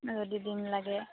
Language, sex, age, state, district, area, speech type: Assamese, female, 18-30, Assam, Sivasagar, rural, conversation